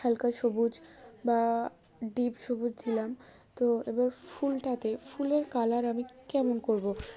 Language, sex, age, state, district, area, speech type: Bengali, female, 18-30, West Bengal, Darjeeling, urban, spontaneous